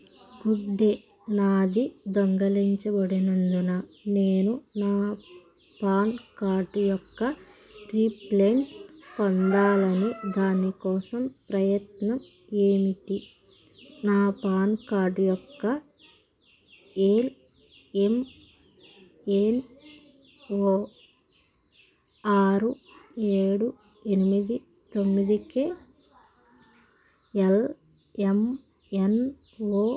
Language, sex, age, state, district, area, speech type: Telugu, female, 30-45, Andhra Pradesh, Krishna, rural, read